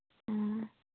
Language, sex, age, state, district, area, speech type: Manipuri, female, 18-30, Manipur, Senapati, urban, conversation